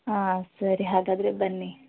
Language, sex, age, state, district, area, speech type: Kannada, female, 30-45, Karnataka, Tumkur, rural, conversation